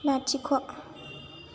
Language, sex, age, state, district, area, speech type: Bodo, female, 18-30, Assam, Chirang, rural, read